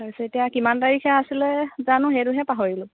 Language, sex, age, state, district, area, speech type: Assamese, female, 30-45, Assam, Lakhimpur, rural, conversation